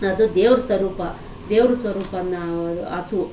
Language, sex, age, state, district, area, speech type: Kannada, female, 45-60, Karnataka, Bangalore Urban, rural, spontaneous